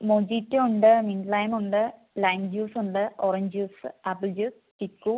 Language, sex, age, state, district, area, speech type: Malayalam, female, 18-30, Kerala, Wayanad, rural, conversation